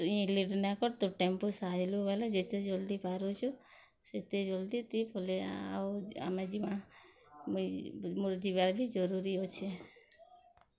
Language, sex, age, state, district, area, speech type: Odia, female, 30-45, Odisha, Bargarh, urban, spontaneous